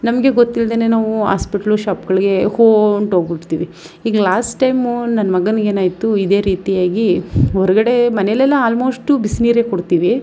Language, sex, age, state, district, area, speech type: Kannada, female, 30-45, Karnataka, Mandya, rural, spontaneous